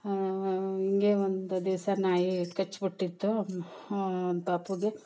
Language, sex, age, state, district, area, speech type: Kannada, female, 45-60, Karnataka, Kolar, rural, spontaneous